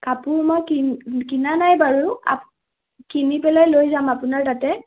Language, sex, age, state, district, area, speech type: Assamese, female, 18-30, Assam, Nagaon, rural, conversation